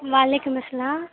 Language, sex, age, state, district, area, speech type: Urdu, female, 18-30, Bihar, Supaul, rural, conversation